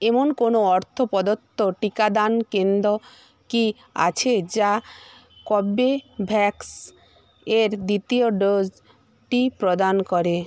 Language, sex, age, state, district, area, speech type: Bengali, female, 60+, West Bengal, Paschim Medinipur, rural, read